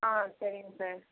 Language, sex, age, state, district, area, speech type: Tamil, male, 60+, Tamil Nadu, Tiruvarur, rural, conversation